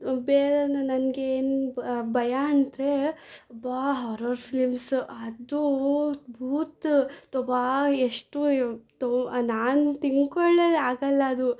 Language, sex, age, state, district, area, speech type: Kannada, female, 18-30, Karnataka, Bangalore Rural, urban, spontaneous